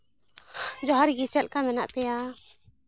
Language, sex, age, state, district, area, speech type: Santali, female, 18-30, West Bengal, Malda, rural, spontaneous